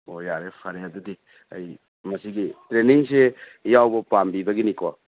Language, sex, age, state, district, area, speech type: Manipuri, male, 45-60, Manipur, Churachandpur, rural, conversation